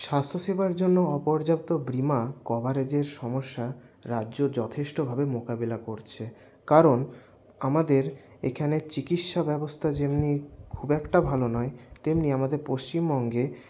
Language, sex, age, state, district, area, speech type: Bengali, male, 60+, West Bengal, Paschim Bardhaman, urban, spontaneous